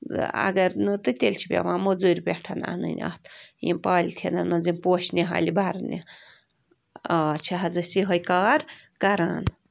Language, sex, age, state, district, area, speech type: Kashmiri, female, 18-30, Jammu and Kashmir, Bandipora, rural, spontaneous